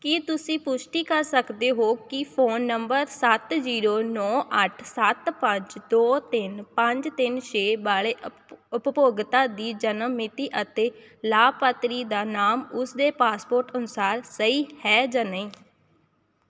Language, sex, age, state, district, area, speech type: Punjabi, female, 18-30, Punjab, Shaheed Bhagat Singh Nagar, rural, read